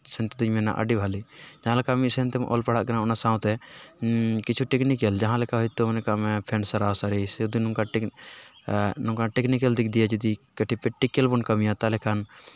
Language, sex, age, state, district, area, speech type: Santali, male, 18-30, West Bengal, Purulia, rural, spontaneous